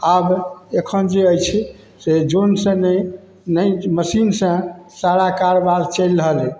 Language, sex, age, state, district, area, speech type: Maithili, male, 60+, Bihar, Samastipur, rural, spontaneous